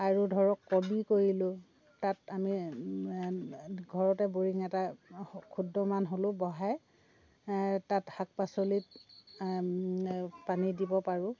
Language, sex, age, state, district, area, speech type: Assamese, female, 60+, Assam, Dhemaji, rural, spontaneous